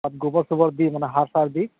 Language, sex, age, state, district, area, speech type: Assamese, male, 30-45, Assam, Tinsukia, rural, conversation